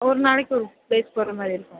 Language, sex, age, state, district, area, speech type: Tamil, female, 18-30, Tamil Nadu, Pudukkottai, rural, conversation